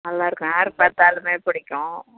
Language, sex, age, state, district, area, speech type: Tamil, female, 60+, Tamil Nadu, Ariyalur, rural, conversation